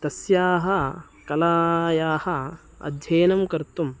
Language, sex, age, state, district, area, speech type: Sanskrit, male, 18-30, Karnataka, Uttara Kannada, rural, spontaneous